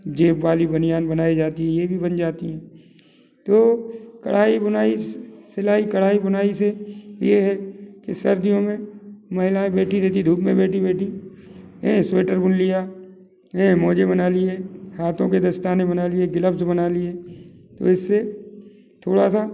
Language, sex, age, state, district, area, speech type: Hindi, male, 60+, Madhya Pradesh, Gwalior, rural, spontaneous